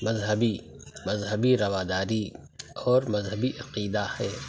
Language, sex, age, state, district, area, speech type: Urdu, male, 45-60, Uttar Pradesh, Lucknow, rural, spontaneous